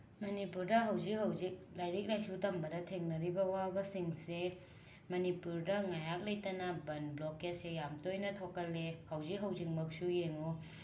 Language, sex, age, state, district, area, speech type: Manipuri, female, 45-60, Manipur, Imphal West, urban, spontaneous